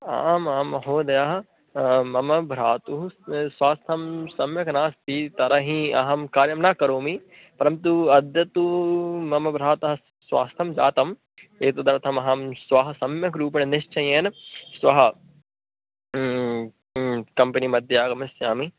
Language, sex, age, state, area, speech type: Sanskrit, male, 18-30, Madhya Pradesh, urban, conversation